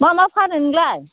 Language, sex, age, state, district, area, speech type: Bodo, female, 60+, Assam, Udalguri, rural, conversation